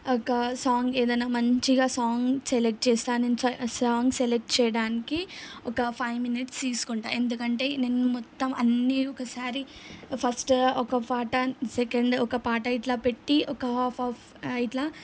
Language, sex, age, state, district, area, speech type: Telugu, female, 18-30, Telangana, Ranga Reddy, urban, spontaneous